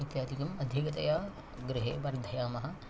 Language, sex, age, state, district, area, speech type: Sanskrit, male, 30-45, Kerala, Kannur, rural, spontaneous